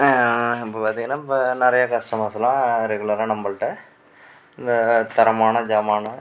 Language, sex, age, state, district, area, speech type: Tamil, male, 45-60, Tamil Nadu, Mayiladuthurai, rural, spontaneous